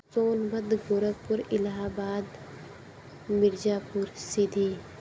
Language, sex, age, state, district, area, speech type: Hindi, female, 18-30, Uttar Pradesh, Sonbhadra, rural, spontaneous